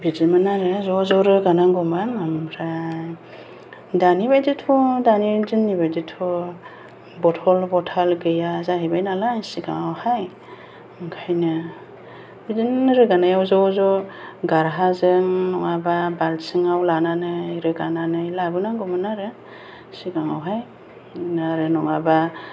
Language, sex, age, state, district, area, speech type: Bodo, female, 45-60, Assam, Kokrajhar, urban, spontaneous